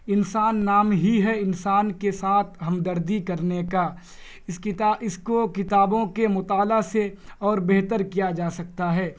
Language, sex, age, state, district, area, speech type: Urdu, male, 18-30, Bihar, Purnia, rural, spontaneous